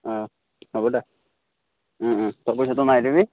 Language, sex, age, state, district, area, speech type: Assamese, male, 18-30, Assam, Darrang, rural, conversation